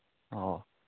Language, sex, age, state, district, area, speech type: Manipuri, male, 18-30, Manipur, Kangpokpi, urban, conversation